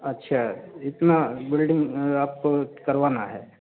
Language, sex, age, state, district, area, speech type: Hindi, male, 30-45, Uttar Pradesh, Prayagraj, rural, conversation